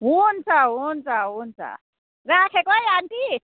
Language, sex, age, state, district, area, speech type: Nepali, female, 30-45, West Bengal, Kalimpong, rural, conversation